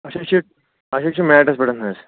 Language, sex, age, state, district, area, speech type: Kashmiri, male, 30-45, Jammu and Kashmir, Kulgam, urban, conversation